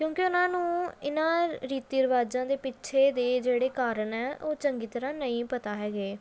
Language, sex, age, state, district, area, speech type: Punjabi, female, 18-30, Punjab, Pathankot, urban, spontaneous